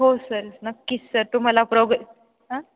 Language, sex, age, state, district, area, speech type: Marathi, female, 18-30, Maharashtra, Ahmednagar, urban, conversation